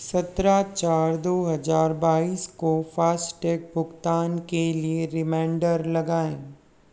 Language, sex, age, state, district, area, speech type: Hindi, male, 60+, Rajasthan, Jodhpur, rural, read